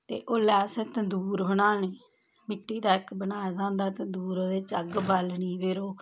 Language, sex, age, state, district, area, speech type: Dogri, female, 30-45, Jammu and Kashmir, Samba, rural, spontaneous